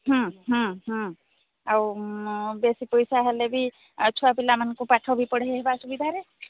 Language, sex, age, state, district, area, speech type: Odia, female, 45-60, Odisha, Sambalpur, rural, conversation